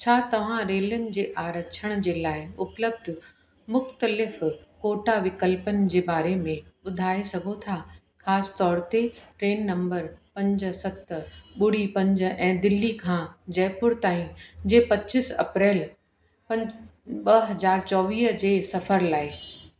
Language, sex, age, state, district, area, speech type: Sindhi, female, 45-60, Uttar Pradesh, Lucknow, urban, read